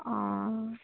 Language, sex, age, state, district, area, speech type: Assamese, female, 30-45, Assam, Dibrugarh, rural, conversation